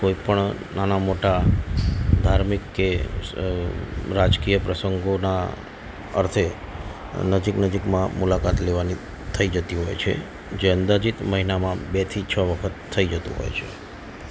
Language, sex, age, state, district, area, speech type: Gujarati, male, 45-60, Gujarat, Ahmedabad, urban, spontaneous